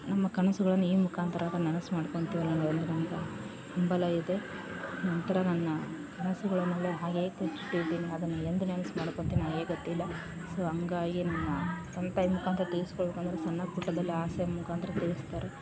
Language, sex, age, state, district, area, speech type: Kannada, female, 18-30, Karnataka, Vijayanagara, rural, spontaneous